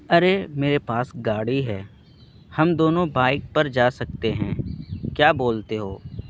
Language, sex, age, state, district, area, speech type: Urdu, male, 18-30, Bihar, Purnia, rural, read